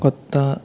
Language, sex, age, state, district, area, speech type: Telugu, male, 18-30, Andhra Pradesh, Eluru, rural, spontaneous